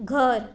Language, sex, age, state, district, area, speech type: Goan Konkani, female, 18-30, Goa, Tiswadi, rural, read